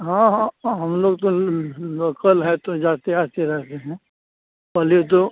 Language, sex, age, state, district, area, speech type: Hindi, male, 45-60, Bihar, Madhepura, rural, conversation